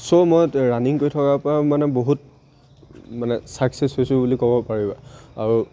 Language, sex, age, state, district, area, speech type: Assamese, male, 18-30, Assam, Lakhimpur, urban, spontaneous